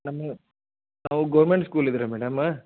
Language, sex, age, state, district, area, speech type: Kannada, male, 30-45, Karnataka, Gadag, rural, conversation